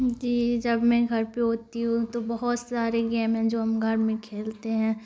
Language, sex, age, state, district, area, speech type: Urdu, female, 18-30, Bihar, Khagaria, rural, spontaneous